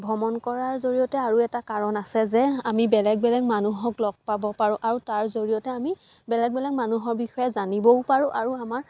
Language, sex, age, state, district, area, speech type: Assamese, female, 18-30, Assam, Dibrugarh, rural, spontaneous